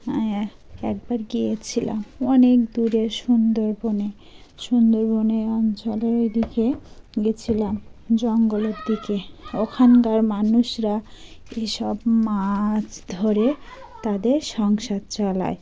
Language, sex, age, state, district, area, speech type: Bengali, female, 30-45, West Bengal, Dakshin Dinajpur, urban, spontaneous